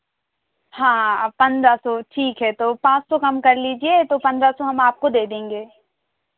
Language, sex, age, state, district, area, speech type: Hindi, female, 18-30, Madhya Pradesh, Seoni, urban, conversation